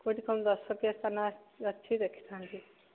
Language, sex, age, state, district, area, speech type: Odia, female, 30-45, Odisha, Dhenkanal, rural, conversation